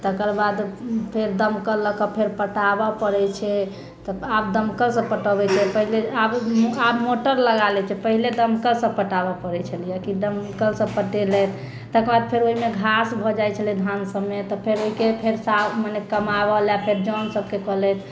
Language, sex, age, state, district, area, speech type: Maithili, female, 30-45, Bihar, Sitamarhi, urban, spontaneous